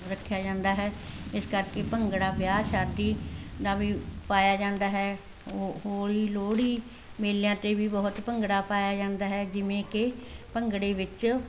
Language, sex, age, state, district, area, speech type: Punjabi, female, 60+, Punjab, Barnala, rural, spontaneous